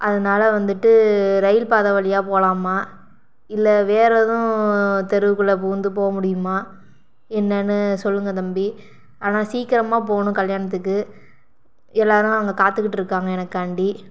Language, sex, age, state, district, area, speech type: Tamil, female, 45-60, Tamil Nadu, Pudukkottai, rural, spontaneous